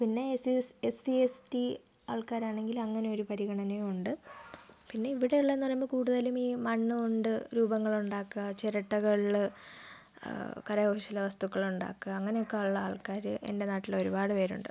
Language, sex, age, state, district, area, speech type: Malayalam, female, 18-30, Kerala, Thiruvananthapuram, rural, spontaneous